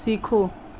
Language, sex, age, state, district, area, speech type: Hindi, female, 30-45, Uttar Pradesh, Chandauli, rural, read